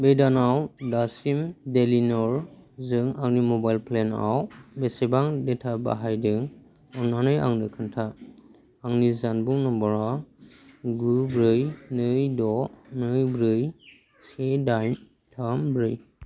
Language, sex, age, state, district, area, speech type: Bodo, male, 18-30, Assam, Kokrajhar, rural, read